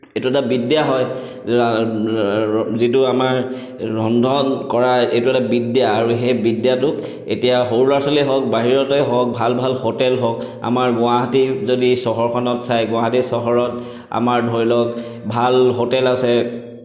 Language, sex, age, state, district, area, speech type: Assamese, male, 30-45, Assam, Chirang, urban, spontaneous